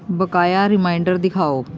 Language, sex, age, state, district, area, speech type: Punjabi, female, 30-45, Punjab, Amritsar, urban, read